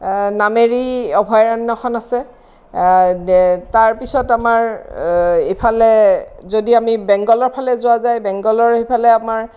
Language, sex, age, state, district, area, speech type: Assamese, female, 60+, Assam, Kamrup Metropolitan, urban, spontaneous